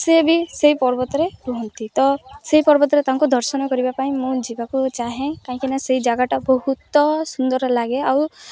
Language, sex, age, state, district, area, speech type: Odia, female, 18-30, Odisha, Malkangiri, urban, spontaneous